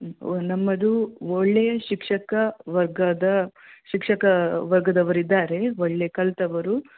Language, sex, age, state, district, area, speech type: Kannada, female, 30-45, Karnataka, Shimoga, rural, conversation